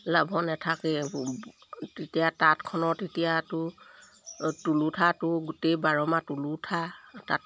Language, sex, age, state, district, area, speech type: Assamese, female, 45-60, Assam, Sivasagar, rural, spontaneous